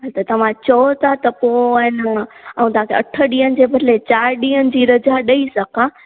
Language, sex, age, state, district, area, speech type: Sindhi, female, 18-30, Gujarat, Junagadh, rural, conversation